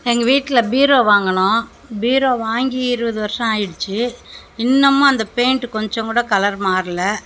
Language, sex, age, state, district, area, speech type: Tamil, female, 60+, Tamil Nadu, Mayiladuthurai, rural, spontaneous